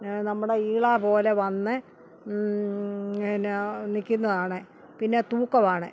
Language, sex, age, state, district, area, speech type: Malayalam, female, 45-60, Kerala, Alappuzha, rural, spontaneous